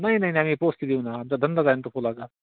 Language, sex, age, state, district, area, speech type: Marathi, male, 45-60, Maharashtra, Amravati, rural, conversation